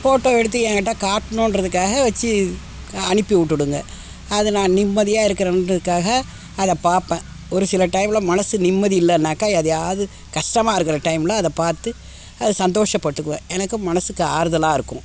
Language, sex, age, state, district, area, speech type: Tamil, female, 60+, Tamil Nadu, Tiruvannamalai, rural, spontaneous